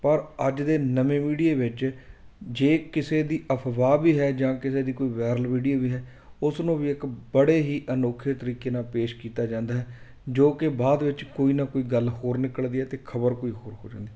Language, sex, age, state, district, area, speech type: Punjabi, male, 30-45, Punjab, Fatehgarh Sahib, rural, spontaneous